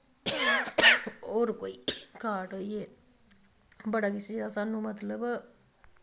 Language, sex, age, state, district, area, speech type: Dogri, female, 30-45, Jammu and Kashmir, Samba, rural, spontaneous